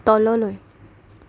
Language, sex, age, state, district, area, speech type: Assamese, female, 30-45, Assam, Darrang, rural, read